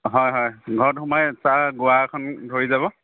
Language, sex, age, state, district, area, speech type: Assamese, male, 30-45, Assam, Charaideo, urban, conversation